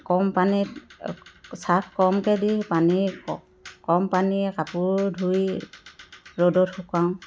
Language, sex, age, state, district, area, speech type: Assamese, female, 30-45, Assam, Dhemaji, urban, spontaneous